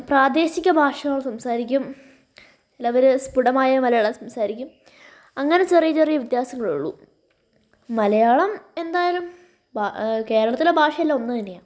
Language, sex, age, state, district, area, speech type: Malayalam, female, 18-30, Kerala, Wayanad, rural, spontaneous